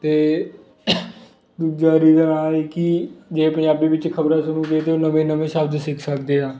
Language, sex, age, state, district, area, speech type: Punjabi, male, 18-30, Punjab, Fatehgarh Sahib, rural, spontaneous